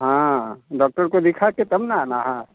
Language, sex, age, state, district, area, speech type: Hindi, male, 60+, Bihar, Samastipur, urban, conversation